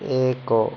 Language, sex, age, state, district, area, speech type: Odia, male, 18-30, Odisha, Koraput, urban, read